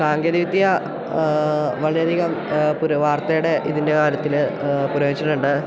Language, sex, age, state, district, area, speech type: Malayalam, male, 18-30, Kerala, Idukki, rural, spontaneous